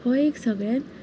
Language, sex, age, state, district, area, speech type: Goan Konkani, female, 18-30, Goa, Ponda, rural, spontaneous